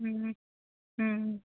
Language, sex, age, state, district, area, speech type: Tamil, female, 60+, Tamil Nadu, Cuddalore, urban, conversation